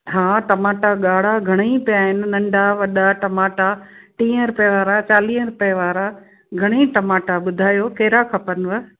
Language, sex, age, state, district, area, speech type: Sindhi, female, 45-60, Gujarat, Kutch, rural, conversation